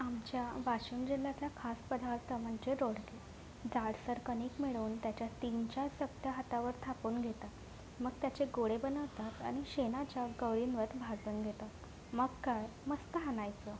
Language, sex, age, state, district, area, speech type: Marathi, female, 18-30, Maharashtra, Washim, rural, spontaneous